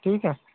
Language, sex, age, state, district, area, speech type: Marathi, male, 30-45, Maharashtra, Akola, rural, conversation